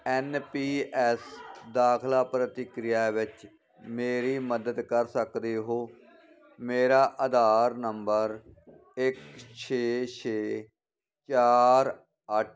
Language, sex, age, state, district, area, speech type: Punjabi, male, 45-60, Punjab, Firozpur, rural, read